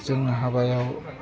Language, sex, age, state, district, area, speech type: Bodo, male, 45-60, Assam, Udalguri, rural, spontaneous